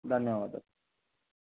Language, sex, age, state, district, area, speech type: Telugu, male, 18-30, Telangana, Adilabad, urban, conversation